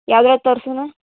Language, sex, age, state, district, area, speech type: Kannada, female, 18-30, Karnataka, Dharwad, urban, conversation